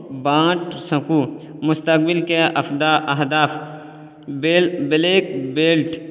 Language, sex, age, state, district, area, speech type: Urdu, male, 18-30, Uttar Pradesh, Balrampur, rural, spontaneous